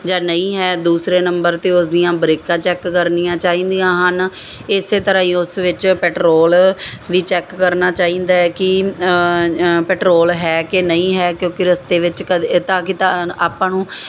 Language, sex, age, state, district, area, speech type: Punjabi, female, 30-45, Punjab, Muktsar, urban, spontaneous